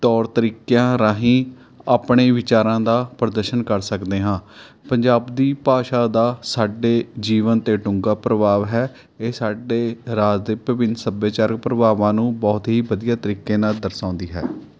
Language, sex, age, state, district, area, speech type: Punjabi, male, 30-45, Punjab, Mohali, urban, spontaneous